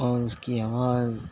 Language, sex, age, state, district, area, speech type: Urdu, male, 18-30, Telangana, Hyderabad, urban, spontaneous